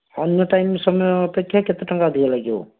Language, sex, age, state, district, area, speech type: Odia, male, 60+, Odisha, Jajpur, rural, conversation